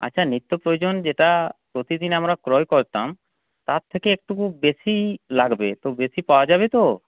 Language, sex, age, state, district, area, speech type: Bengali, male, 30-45, West Bengal, Purulia, rural, conversation